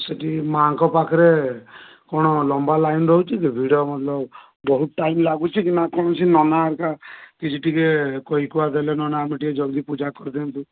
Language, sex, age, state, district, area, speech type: Odia, male, 30-45, Odisha, Balasore, rural, conversation